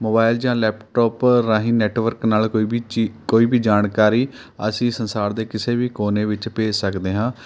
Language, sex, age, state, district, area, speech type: Punjabi, male, 30-45, Punjab, Mohali, urban, spontaneous